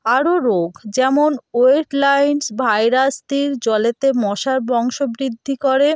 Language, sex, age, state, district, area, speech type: Bengali, female, 18-30, West Bengal, North 24 Parganas, rural, spontaneous